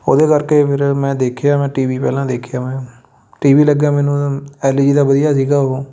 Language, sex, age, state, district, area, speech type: Punjabi, male, 18-30, Punjab, Fatehgarh Sahib, rural, spontaneous